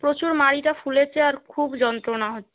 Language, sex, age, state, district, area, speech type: Bengali, female, 18-30, West Bengal, Nadia, rural, conversation